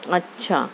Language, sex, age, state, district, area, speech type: Urdu, female, 45-60, Maharashtra, Nashik, urban, spontaneous